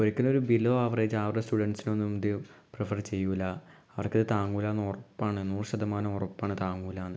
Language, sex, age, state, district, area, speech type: Malayalam, male, 18-30, Kerala, Malappuram, rural, spontaneous